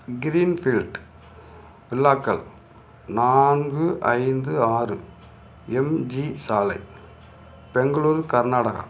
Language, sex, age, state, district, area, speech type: Tamil, male, 45-60, Tamil Nadu, Madurai, rural, read